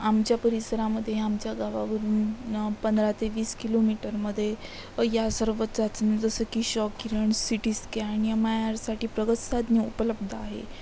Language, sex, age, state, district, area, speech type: Marathi, female, 18-30, Maharashtra, Amravati, rural, spontaneous